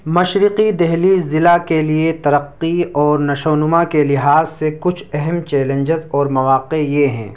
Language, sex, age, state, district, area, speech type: Urdu, male, 18-30, Delhi, East Delhi, urban, spontaneous